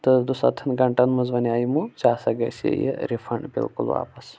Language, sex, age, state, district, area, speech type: Kashmiri, male, 30-45, Jammu and Kashmir, Anantnag, rural, spontaneous